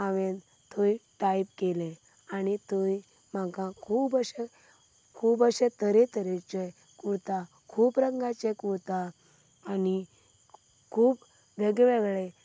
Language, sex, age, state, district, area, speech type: Goan Konkani, female, 18-30, Goa, Quepem, rural, spontaneous